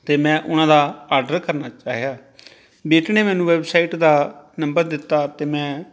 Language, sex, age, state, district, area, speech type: Punjabi, male, 45-60, Punjab, Pathankot, rural, spontaneous